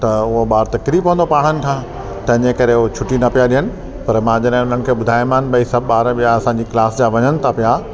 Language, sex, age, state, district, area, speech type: Sindhi, male, 60+, Delhi, South Delhi, urban, spontaneous